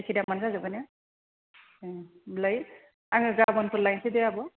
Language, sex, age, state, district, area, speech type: Bodo, female, 45-60, Assam, Chirang, rural, conversation